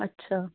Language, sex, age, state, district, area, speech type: Punjabi, female, 60+, Punjab, Fazilka, rural, conversation